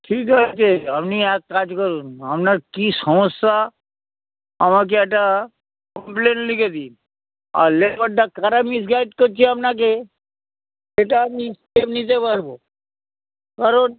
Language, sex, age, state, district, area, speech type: Bengali, male, 60+, West Bengal, Hooghly, rural, conversation